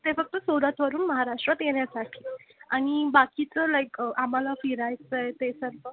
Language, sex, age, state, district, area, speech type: Marathi, female, 18-30, Maharashtra, Mumbai Suburban, urban, conversation